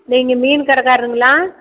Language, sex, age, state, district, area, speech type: Tamil, female, 60+, Tamil Nadu, Salem, rural, conversation